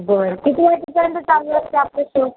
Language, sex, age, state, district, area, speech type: Marathi, female, 18-30, Maharashtra, Jalna, urban, conversation